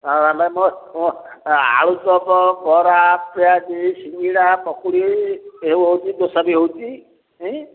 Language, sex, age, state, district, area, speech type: Odia, male, 60+, Odisha, Gajapati, rural, conversation